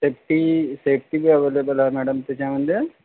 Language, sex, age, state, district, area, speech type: Marathi, male, 45-60, Maharashtra, Nagpur, urban, conversation